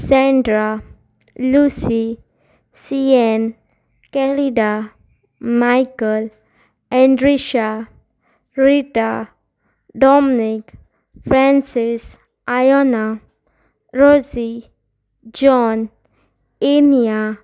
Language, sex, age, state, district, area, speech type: Goan Konkani, female, 18-30, Goa, Pernem, rural, spontaneous